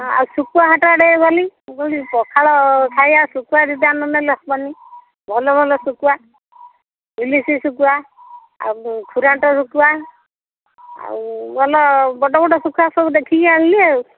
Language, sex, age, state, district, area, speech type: Odia, female, 60+, Odisha, Jagatsinghpur, rural, conversation